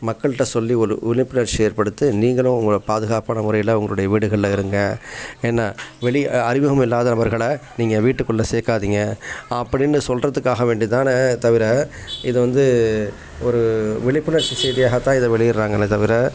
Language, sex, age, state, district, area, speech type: Tamil, male, 60+, Tamil Nadu, Tiruppur, rural, spontaneous